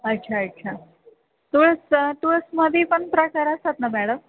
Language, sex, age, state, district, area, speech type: Marathi, female, 30-45, Maharashtra, Ahmednagar, urban, conversation